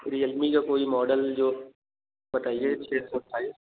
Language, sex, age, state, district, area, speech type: Hindi, male, 18-30, Uttar Pradesh, Bhadohi, rural, conversation